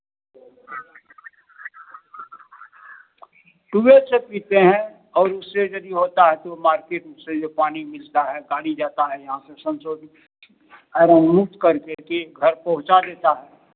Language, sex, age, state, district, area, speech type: Hindi, male, 60+, Bihar, Madhepura, rural, conversation